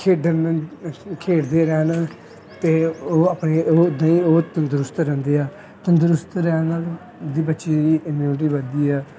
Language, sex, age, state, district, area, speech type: Punjabi, male, 18-30, Punjab, Pathankot, rural, spontaneous